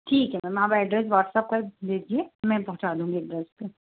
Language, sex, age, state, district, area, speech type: Hindi, female, 30-45, Madhya Pradesh, Bhopal, urban, conversation